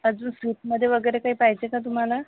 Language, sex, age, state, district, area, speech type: Marathi, female, 30-45, Maharashtra, Amravati, rural, conversation